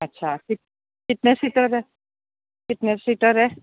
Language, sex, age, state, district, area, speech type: Hindi, female, 45-60, Rajasthan, Jodhpur, urban, conversation